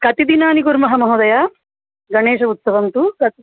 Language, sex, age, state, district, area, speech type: Sanskrit, female, 30-45, Andhra Pradesh, Krishna, urban, conversation